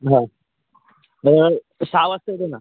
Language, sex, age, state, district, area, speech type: Marathi, male, 18-30, Maharashtra, Thane, urban, conversation